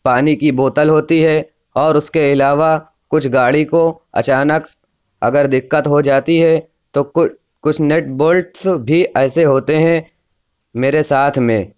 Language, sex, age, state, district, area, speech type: Urdu, male, 18-30, Uttar Pradesh, Lucknow, urban, spontaneous